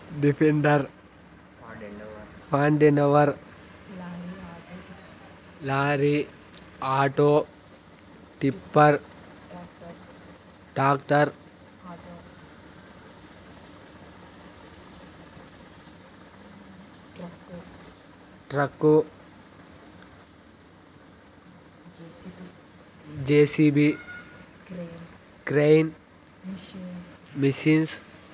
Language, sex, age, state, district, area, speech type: Telugu, male, 18-30, Andhra Pradesh, Krishna, urban, spontaneous